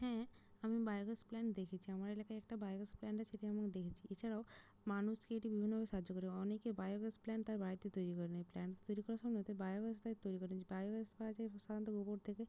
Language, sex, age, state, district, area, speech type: Bengali, female, 18-30, West Bengal, Jalpaiguri, rural, spontaneous